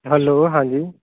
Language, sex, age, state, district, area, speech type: Punjabi, male, 30-45, Punjab, Kapurthala, urban, conversation